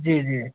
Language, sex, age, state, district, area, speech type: Hindi, male, 30-45, Uttar Pradesh, Hardoi, rural, conversation